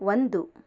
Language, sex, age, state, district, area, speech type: Kannada, female, 30-45, Karnataka, Davanagere, rural, read